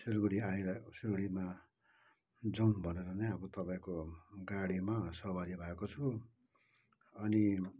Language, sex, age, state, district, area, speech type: Nepali, male, 60+, West Bengal, Kalimpong, rural, spontaneous